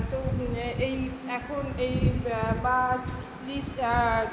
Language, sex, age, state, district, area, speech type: Bengali, female, 60+, West Bengal, Purba Bardhaman, urban, spontaneous